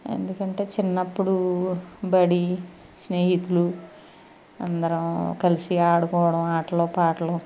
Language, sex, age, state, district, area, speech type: Telugu, female, 60+, Andhra Pradesh, Eluru, rural, spontaneous